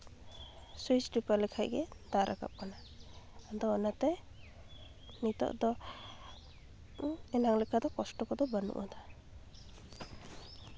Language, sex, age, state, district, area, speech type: Santali, female, 30-45, West Bengal, Purulia, rural, spontaneous